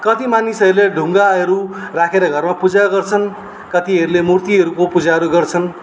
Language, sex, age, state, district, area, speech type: Nepali, male, 30-45, West Bengal, Darjeeling, rural, spontaneous